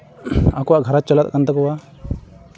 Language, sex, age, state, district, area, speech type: Santali, male, 18-30, West Bengal, Malda, rural, spontaneous